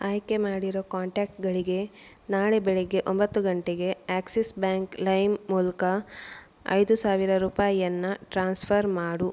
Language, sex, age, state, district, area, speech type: Kannada, female, 30-45, Karnataka, Udupi, rural, read